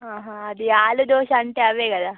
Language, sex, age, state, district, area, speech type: Telugu, female, 30-45, Telangana, Ranga Reddy, urban, conversation